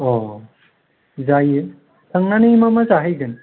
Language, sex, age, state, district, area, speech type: Bodo, male, 18-30, Assam, Chirang, urban, conversation